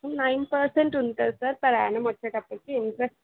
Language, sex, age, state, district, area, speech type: Telugu, female, 18-30, Telangana, Mancherial, rural, conversation